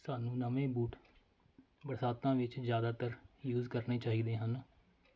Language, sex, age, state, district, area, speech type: Punjabi, male, 30-45, Punjab, Faridkot, rural, spontaneous